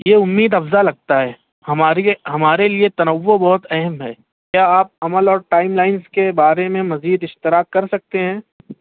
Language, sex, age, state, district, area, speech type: Urdu, male, 18-30, Maharashtra, Nashik, urban, conversation